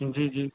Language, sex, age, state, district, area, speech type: Urdu, male, 18-30, Uttar Pradesh, Saharanpur, urban, conversation